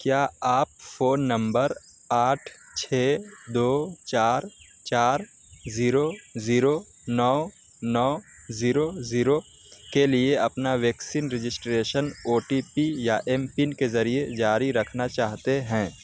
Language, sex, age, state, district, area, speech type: Urdu, male, 18-30, Delhi, North West Delhi, urban, read